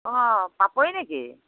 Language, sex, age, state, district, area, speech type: Assamese, female, 45-60, Assam, Biswanath, rural, conversation